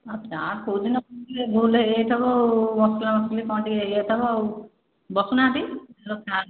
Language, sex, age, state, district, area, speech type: Odia, female, 30-45, Odisha, Khordha, rural, conversation